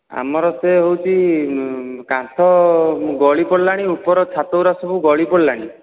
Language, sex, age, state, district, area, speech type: Odia, male, 30-45, Odisha, Dhenkanal, rural, conversation